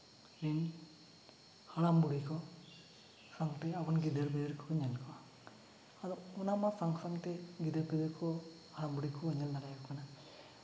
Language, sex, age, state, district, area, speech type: Santali, male, 30-45, Jharkhand, Seraikela Kharsawan, rural, spontaneous